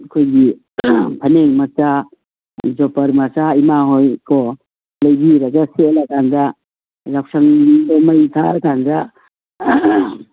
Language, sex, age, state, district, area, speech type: Manipuri, female, 45-60, Manipur, Kangpokpi, urban, conversation